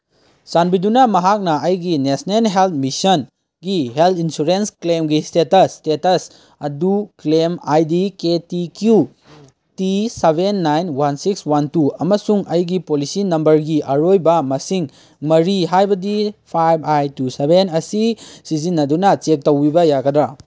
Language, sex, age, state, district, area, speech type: Manipuri, male, 18-30, Manipur, Kangpokpi, urban, read